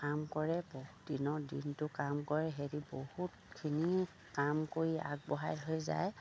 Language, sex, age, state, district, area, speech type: Assamese, female, 45-60, Assam, Dibrugarh, rural, spontaneous